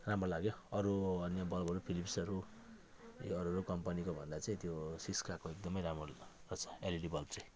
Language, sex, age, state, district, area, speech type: Nepali, male, 45-60, West Bengal, Jalpaiguri, rural, spontaneous